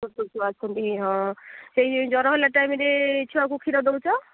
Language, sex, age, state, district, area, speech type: Odia, female, 30-45, Odisha, Nayagarh, rural, conversation